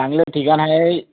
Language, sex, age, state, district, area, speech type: Marathi, male, 18-30, Maharashtra, Washim, urban, conversation